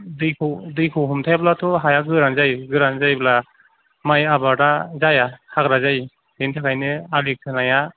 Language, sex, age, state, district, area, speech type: Bodo, male, 30-45, Assam, Kokrajhar, rural, conversation